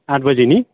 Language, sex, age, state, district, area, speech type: Nepali, male, 45-60, West Bengal, Darjeeling, rural, conversation